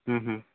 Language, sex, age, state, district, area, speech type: Assamese, male, 30-45, Assam, Charaideo, urban, conversation